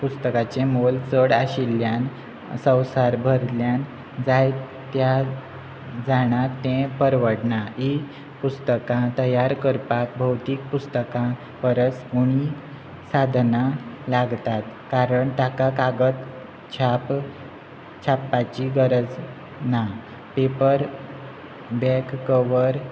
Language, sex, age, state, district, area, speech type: Goan Konkani, male, 18-30, Goa, Quepem, rural, spontaneous